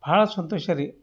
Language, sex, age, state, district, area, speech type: Kannada, male, 60+, Karnataka, Bidar, urban, spontaneous